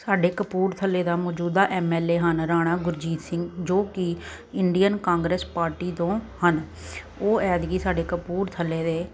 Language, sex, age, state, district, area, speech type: Punjabi, female, 30-45, Punjab, Kapurthala, urban, spontaneous